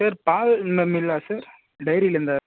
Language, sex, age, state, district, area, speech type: Tamil, male, 18-30, Tamil Nadu, Vellore, rural, conversation